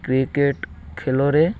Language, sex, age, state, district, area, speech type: Odia, male, 18-30, Odisha, Malkangiri, urban, spontaneous